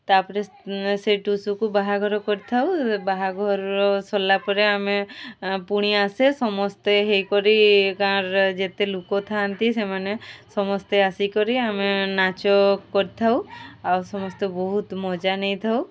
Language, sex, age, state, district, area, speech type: Odia, female, 18-30, Odisha, Mayurbhanj, rural, spontaneous